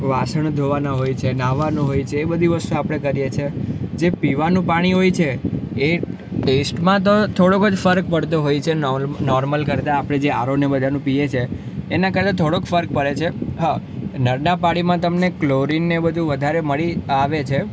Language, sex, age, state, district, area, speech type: Gujarati, male, 18-30, Gujarat, Surat, urban, spontaneous